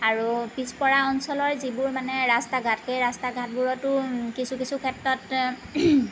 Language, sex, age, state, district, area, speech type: Assamese, female, 30-45, Assam, Lakhimpur, rural, spontaneous